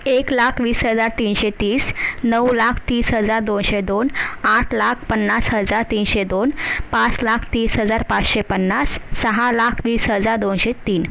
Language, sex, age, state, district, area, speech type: Marathi, female, 18-30, Maharashtra, Thane, urban, spontaneous